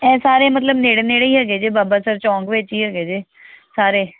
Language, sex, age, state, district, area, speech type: Punjabi, female, 18-30, Punjab, Amritsar, urban, conversation